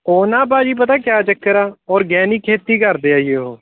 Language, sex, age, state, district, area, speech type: Punjabi, male, 30-45, Punjab, Kapurthala, urban, conversation